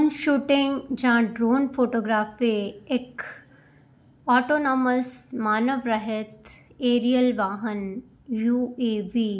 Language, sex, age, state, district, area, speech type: Punjabi, female, 45-60, Punjab, Jalandhar, urban, spontaneous